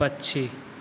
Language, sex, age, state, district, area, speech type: Hindi, male, 18-30, Uttar Pradesh, Azamgarh, rural, read